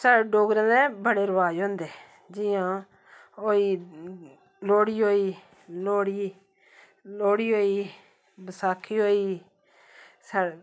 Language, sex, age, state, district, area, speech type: Dogri, female, 45-60, Jammu and Kashmir, Samba, rural, spontaneous